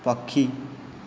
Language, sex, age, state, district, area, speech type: Odia, male, 18-30, Odisha, Jajpur, rural, read